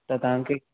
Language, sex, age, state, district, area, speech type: Sindhi, male, 18-30, Maharashtra, Mumbai City, urban, conversation